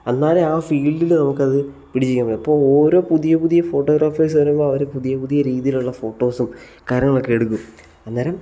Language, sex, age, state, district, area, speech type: Malayalam, male, 18-30, Kerala, Kottayam, rural, spontaneous